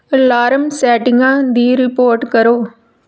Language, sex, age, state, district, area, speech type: Punjabi, female, 30-45, Punjab, Tarn Taran, rural, read